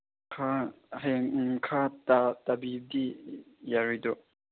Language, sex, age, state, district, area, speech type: Manipuri, male, 18-30, Manipur, Chandel, rural, conversation